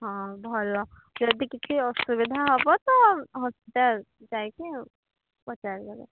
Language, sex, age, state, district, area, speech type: Odia, female, 18-30, Odisha, Sambalpur, rural, conversation